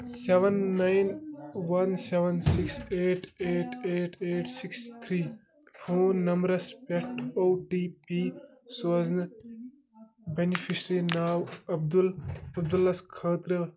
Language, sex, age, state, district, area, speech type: Kashmiri, male, 18-30, Jammu and Kashmir, Bandipora, rural, read